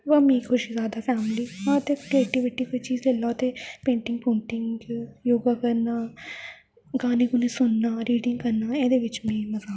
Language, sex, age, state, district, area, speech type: Dogri, female, 18-30, Jammu and Kashmir, Jammu, rural, spontaneous